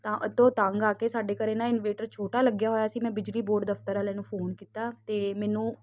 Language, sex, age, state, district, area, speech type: Punjabi, female, 18-30, Punjab, Ludhiana, urban, spontaneous